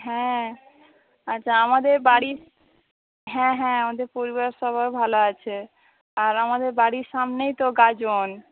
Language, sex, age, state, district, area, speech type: Bengali, female, 18-30, West Bengal, Paschim Medinipur, rural, conversation